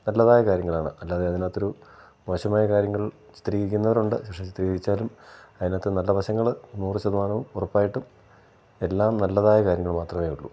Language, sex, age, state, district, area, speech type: Malayalam, male, 45-60, Kerala, Idukki, rural, spontaneous